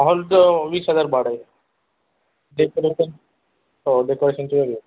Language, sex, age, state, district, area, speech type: Marathi, male, 30-45, Maharashtra, Osmanabad, rural, conversation